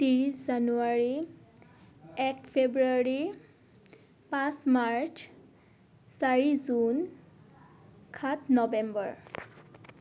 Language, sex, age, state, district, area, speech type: Assamese, female, 18-30, Assam, Biswanath, rural, spontaneous